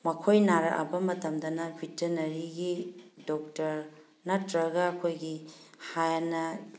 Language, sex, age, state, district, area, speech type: Manipuri, female, 45-60, Manipur, Thoubal, rural, spontaneous